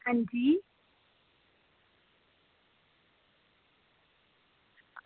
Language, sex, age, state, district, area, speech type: Dogri, female, 18-30, Jammu and Kashmir, Reasi, rural, conversation